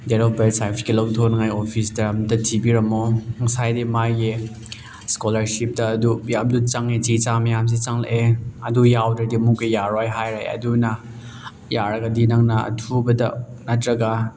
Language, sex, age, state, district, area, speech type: Manipuri, male, 18-30, Manipur, Chandel, rural, spontaneous